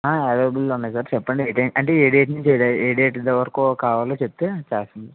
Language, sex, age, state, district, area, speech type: Telugu, male, 30-45, Andhra Pradesh, Kakinada, urban, conversation